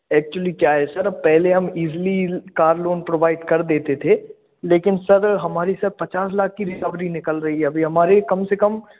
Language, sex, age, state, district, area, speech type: Hindi, male, 18-30, Madhya Pradesh, Hoshangabad, urban, conversation